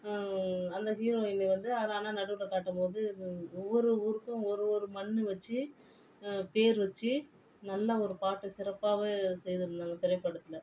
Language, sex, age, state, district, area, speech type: Tamil, female, 45-60, Tamil Nadu, Viluppuram, rural, spontaneous